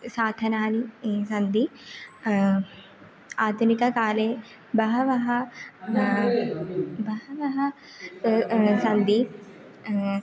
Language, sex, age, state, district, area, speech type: Sanskrit, female, 18-30, Kerala, Kannur, rural, spontaneous